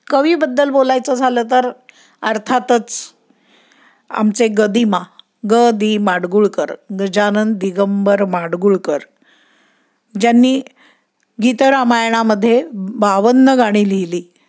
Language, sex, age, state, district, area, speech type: Marathi, female, 60+, Maharashtra, Pune, urban, spontaneous